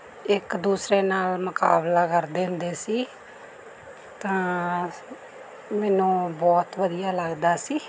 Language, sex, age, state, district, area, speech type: Punjabi, female, 30-45, Punjab, Mansa, urban, spontaneous